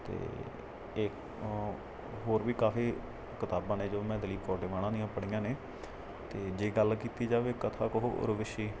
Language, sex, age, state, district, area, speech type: Punjabi, male, 18-30, Punjab, Mansa, rural, spontaneous